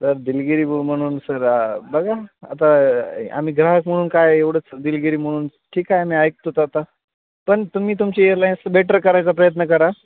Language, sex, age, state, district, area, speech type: Marathi, male, 30-45, Maharashtra, Beed, rural, conversation